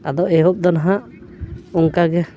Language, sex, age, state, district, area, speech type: Santali, male, 30-45, Jharkhand, Bokaro, rural, spontaneous